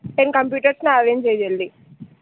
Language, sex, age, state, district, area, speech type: Telugu, female, 18-30, Telangana, Nirmal, rural, conversation